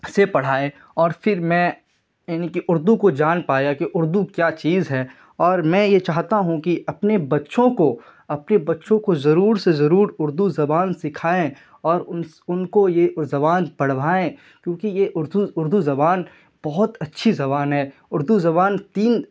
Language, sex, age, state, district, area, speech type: Urdu, male, 18-30, Bihar, Khagaria, rural, spontaneous